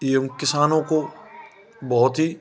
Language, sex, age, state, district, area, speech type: Hindi, male, 30-45, Rajasthan, Bharatpur, rural, spontaneous